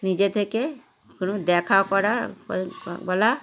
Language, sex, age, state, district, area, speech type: Bengali, female, 60+, West Bengal, Darjeeling, rural, spontaneous